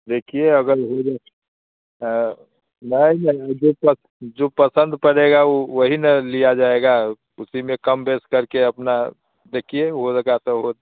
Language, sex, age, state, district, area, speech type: Hindi, male, 45-60, Bihar, Muzaffarpur, urban, conversation